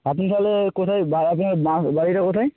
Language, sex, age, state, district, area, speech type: Bengali, male, 18-30, West Bengal, Purba Medinipur, rural, conversation